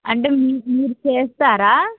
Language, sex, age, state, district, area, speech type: Telugu, female, 30-45, Andhra Pradesh, Krishna, urban, conversation